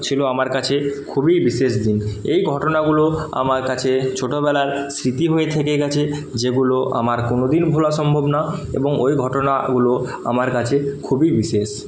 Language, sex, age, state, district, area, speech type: Bengali, male, 30-45, West Bengal, Purba Medinipur, rural, spontaneous